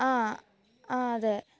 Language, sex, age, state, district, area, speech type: Malayalam, female, 18-30, Kerala, Kottayam, rural, spontaneous